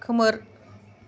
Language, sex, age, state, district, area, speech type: Bodo, female, 45-60, Assam, Kokrajhar, urban, read